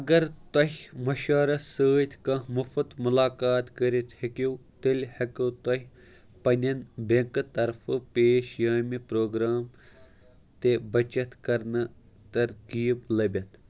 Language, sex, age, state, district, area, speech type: Kashmiri, male, 30-45, Jammu and Kashmir, Kupwara, rural, read